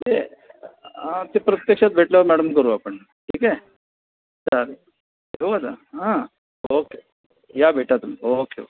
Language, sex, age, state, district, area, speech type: Marathi, male, 45-60, Maharashtra, Mumbai Suburban, urban, conversation